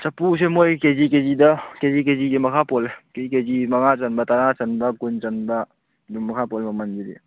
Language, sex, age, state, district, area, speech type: Manipuri, male, 18-30, Manipur, Churachandpur, rural, conversation